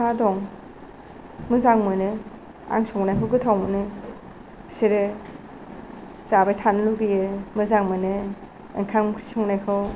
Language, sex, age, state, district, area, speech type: Bodo, female, 45-60, Assam, Kokrajhar, urban, spontaneous